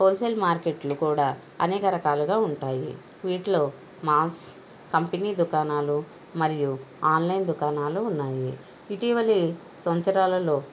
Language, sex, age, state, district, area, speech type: Telugu, female, 18-30, Andhra Pradesh, Konaseema, rural, spontaneous